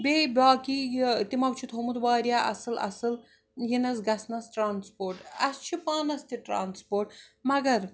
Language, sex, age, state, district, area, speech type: Kashmiri, female, 45-60, Jammu and Kashmir, Srinagar, urban, spontaneous